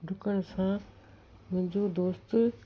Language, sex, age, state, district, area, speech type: Sindhi, female, 60+, Gujarat, Kutch, urban, spontaneous